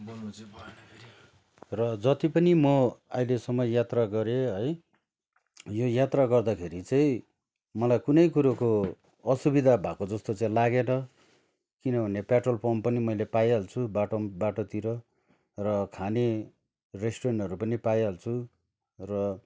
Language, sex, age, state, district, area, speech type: Nepali, male, 30-45, West Bengal, Darjeeling, rural, spontaneous